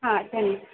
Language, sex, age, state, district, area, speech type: Marathi, female, 18-30, Maharashtra, Thane, urban, conversation